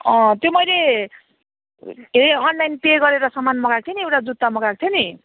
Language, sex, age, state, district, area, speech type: Nepali, female, 30-45, West Bengal, Jalpaiguri, rural, conversation